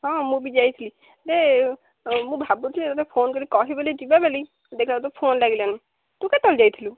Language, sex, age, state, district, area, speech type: Odia, female, 18-30, Odisha, Jagatsinghpur, rural, conversation